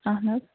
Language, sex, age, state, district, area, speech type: Kashmiri, female, 45-60, Jammu and Kashmir, Ganderbal, urban, conversation